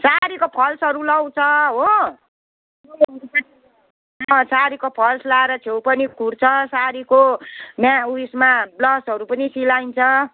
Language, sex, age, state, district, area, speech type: Nepali, female, 60+, West Bengal, Kalimpong, rural, conversation